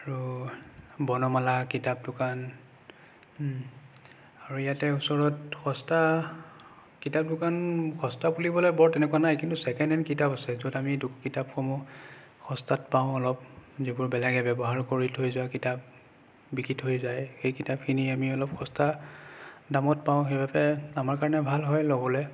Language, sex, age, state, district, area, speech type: Assamese, male, 18-30, Assam, Nagaon, rural, spontaneous